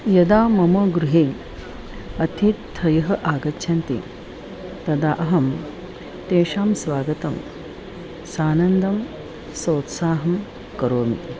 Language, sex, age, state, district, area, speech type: Sanskrit, female, 45-60, Maharashtra, Nagpur, urban, spontaneous